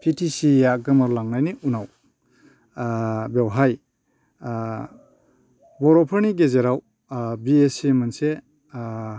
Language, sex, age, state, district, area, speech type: Bodo, male, 45-60, Assam, Baksa, rural, spontaneous